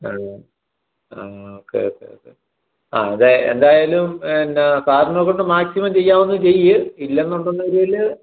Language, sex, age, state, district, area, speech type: Malayalam, male, 45-60, Kerala, Alappuzha, rural, conversation